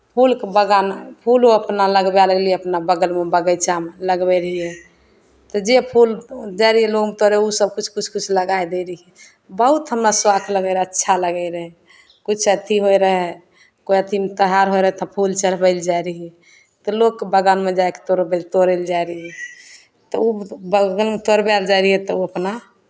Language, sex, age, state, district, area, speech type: Maithili, female, 30-45, Bihar, Begusarai, rural, spontaneous